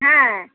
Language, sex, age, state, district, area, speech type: Bengali, female, 30-45, West Bengal, Paschim Medinipur, rural, conversation